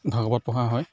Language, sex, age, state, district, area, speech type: Assamese, male, 45-60, Assam, Morigaon, rural, spontaneous